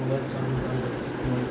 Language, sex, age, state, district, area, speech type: Maithili, male, 60+, Bihar, Madhubani, rural, spontaneous